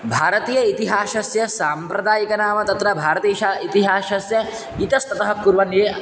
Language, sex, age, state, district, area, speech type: Sanskrit, male, 18-30, Assam, Dhemaji, rural, spontaneous